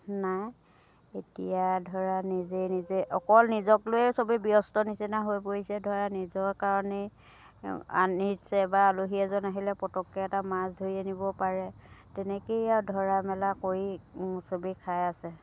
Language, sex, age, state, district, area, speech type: Assamese, female, 60+, Assam, Dhemaji, rural, spontaneous